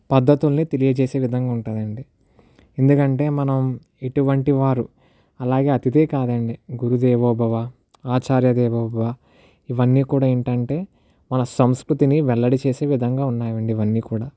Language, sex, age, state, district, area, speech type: Telugu, male, 18-30, Andhra Pradesh, Kakinada, urban, spontaneous